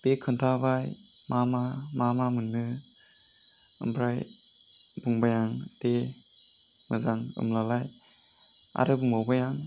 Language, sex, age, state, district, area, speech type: Bodo, male, 18-30, Assam, Chirang, urban, spontaneous